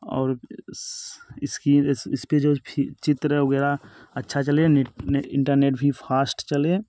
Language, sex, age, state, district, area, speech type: Hindi, male, 18-30, Uttar Pradesh, Bhadohi, rural, spontaneous